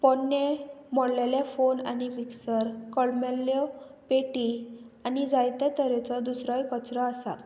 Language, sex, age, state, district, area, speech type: Goan Konkani, female, 18-30, Goa, Murmgao, rural, spontaneous